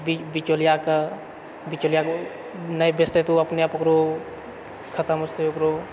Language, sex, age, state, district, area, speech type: Maithili, male, 45-60, Bihar, Purnia, rural, spontaneous